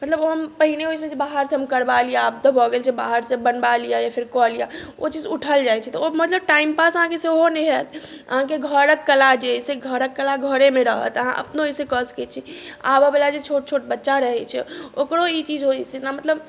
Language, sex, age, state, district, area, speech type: Maithili, female, 30-45, Bihar, Madhubani, rural, spontaneous